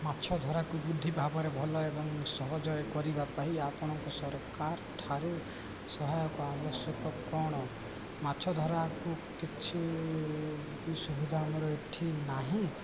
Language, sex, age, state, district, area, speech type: Odia, male, 18-30, Odisha, Koraput, urban, spontaneous